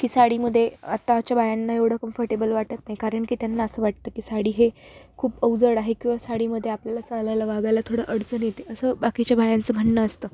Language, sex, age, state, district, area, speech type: Marathi, female, 18-30, Maharashtra, Ahmednagar, rural, spontaneous